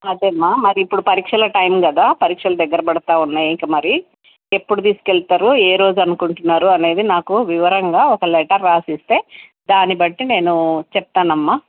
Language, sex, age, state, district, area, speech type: Telugu, female, 60+, Telangana, Ranga Reddy, rural, conversation